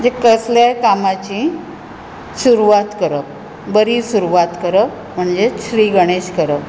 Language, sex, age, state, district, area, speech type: Goan Konkani, female, 45-60, Goa, Bardez, urban, spontaneous